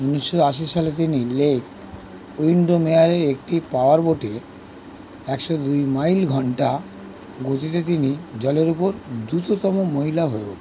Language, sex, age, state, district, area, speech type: Bengali, male, 45-60, West Bengal, North 24 Parganas, urban, read